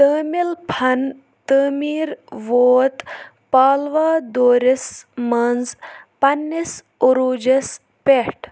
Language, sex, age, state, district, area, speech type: Kashmiri, female, 45-60, Jammu and Kashmir, Bandipora, rural, read